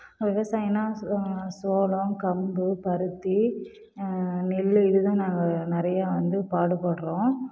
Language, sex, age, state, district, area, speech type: Tamil, female, 30-45, Tamil Nadu, Namakkal, rural, spontaneous